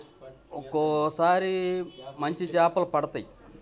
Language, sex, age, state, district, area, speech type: Telugu, male, 60+, Andhra Pradesh, Bapatla, urban, spontaneous